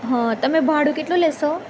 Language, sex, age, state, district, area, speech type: Gujarati, female, 18-30, Gujarat, Valsad, urban, spontaneous